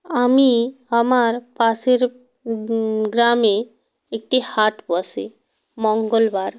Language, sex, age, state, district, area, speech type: Bengali, female, 45-60, West Bengal, North 24 Parganas, rural, spontaneous